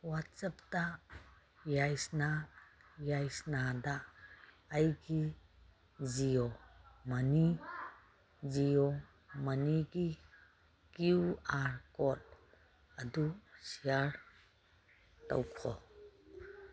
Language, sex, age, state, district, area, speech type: Manipuri, female, 45-60, Manipur, Kangpokpi, urban, read